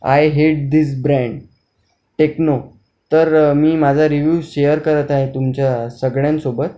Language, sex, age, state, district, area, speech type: Marathi, male, 18-30, Maharashtra, Akola, urban, spontaneous